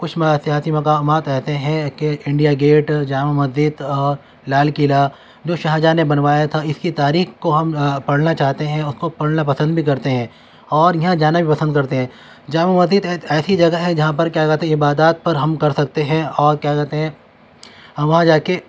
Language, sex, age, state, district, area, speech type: Urdu, male, 18-30, Delhi, Central Delhi, urban, spontaneous